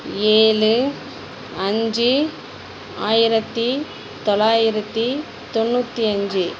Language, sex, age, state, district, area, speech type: Tamil, female, 45-60, Tamil Nadu, Dharmapuri, rural, spontaneous